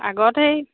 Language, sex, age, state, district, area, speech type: Assamese, female, 30-45, Assam, Sivasagar, rural, conversation